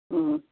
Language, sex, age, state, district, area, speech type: Tamil, female, 60+, Tamil Nadu, Namakkal, rural, conversation